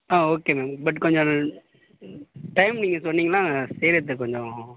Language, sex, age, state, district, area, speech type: Tamil, male, 60+, Tamil Nadu, Mayiladuthurai, rural, conversation